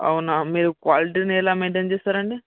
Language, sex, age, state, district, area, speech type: Telugu, male, 18-30, Telangana, Mancherial, rural, conversation